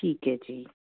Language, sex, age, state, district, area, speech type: Punjabi, female, 45-60, Punjab, Jalandhar, urban, conversation